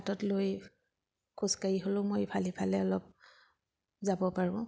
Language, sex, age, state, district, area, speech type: Assamese, female, 30-45, Assam, Sivasagar, urban, spontaneous